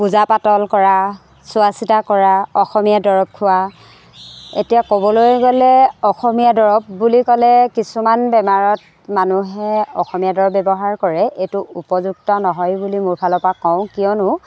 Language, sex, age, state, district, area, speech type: Assamese, female, 45-60, Assam, Jorhat, urban, spontaneous